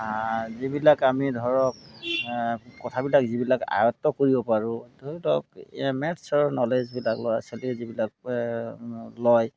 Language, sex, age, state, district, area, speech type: Assamese, male, 60+, Assam, Golaghat, urban, spontaneous